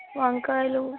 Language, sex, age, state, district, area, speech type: Telugu, female, 18-30, Telangana, Mancherial, rural, conversation